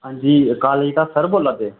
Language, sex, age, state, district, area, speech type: Dogri, male, 18-30, Jammu and Kashmir, Reasi, rural, conversation